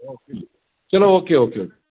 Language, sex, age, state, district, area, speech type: Kashmiri, male, 45-60, Jammu and Kashmir, Bandipora, rural, conversation